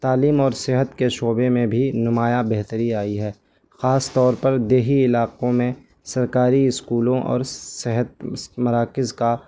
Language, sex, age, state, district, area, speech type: Urdu, male, 18-30, Delhi, New Delhi, rural, spontaneous